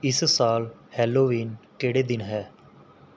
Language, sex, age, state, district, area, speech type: Punjabi, male, 18-30, Punjab, Mohali, urban, read